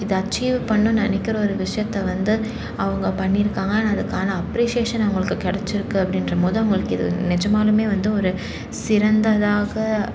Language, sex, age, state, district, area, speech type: Tamil, female, 18-30, Tamil Nadu, Salem, urban, spontaneous